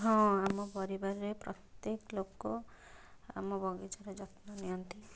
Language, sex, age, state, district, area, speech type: Odia, female, 18-30, Odisha, Cuttack, urban, spontaneous